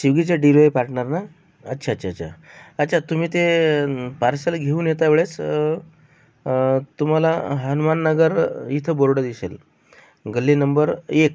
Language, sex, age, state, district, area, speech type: Marathi, male, 30-45, Maharashtra, Akola, rural, spontaneous